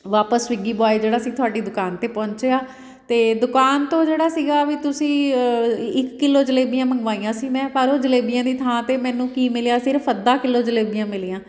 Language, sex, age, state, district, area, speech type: Punjabi, female, 30-45, Punjab, Fatehgarh Sahib, urban, spontaneous